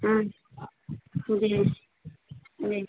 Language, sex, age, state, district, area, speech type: Hindi, female, 45-60, Uttar Pradesh, Azamgarh, rural, conversation